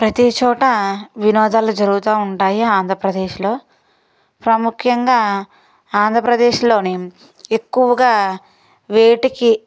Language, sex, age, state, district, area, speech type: Telugu, female, 30-45, Andhra Pradesh, Guntur, urban, spontaneous